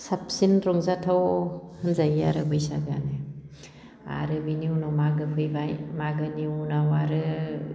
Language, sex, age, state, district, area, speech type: Bodo, female, 45-60, Assam, Baksa, rural, spontaneous